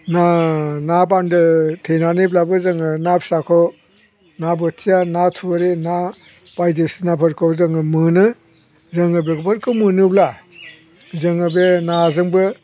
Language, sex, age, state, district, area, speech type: Bodo, male, 60+, Assam, Chirang, rural, spontaneous